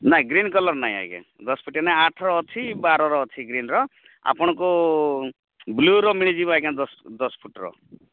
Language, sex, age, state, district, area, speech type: Odia, male, 45-60, Odisha, Rayagada, rural, conversation